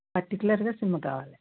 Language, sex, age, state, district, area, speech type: Telugu, female, 60+, Andhra Pradesh, Konaseema, rural, conversation